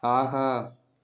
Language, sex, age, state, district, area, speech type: Tamil, male, 18-30, Tamil Nadu, Namakkal, rural, read